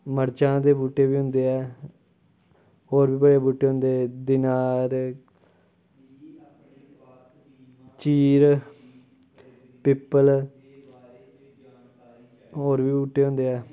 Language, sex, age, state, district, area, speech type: Dogri, male, 30-45, Jammu and Kashmir, Kathua, rural, spontaneous